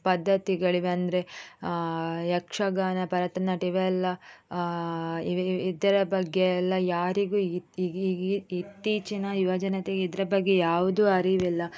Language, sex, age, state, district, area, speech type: Kannada, female, 18-30, Karnataka, Dakshina Kannada, rural, spontaneous